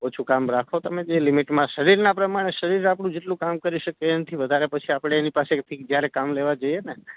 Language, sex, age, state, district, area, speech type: Gujarati, male, 45-60, Gujarat, Morbi, rural, conversation